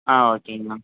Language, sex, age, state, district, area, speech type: Tamil, male, 18-30, Tamil Nadu, Coimbatore, urban, conversation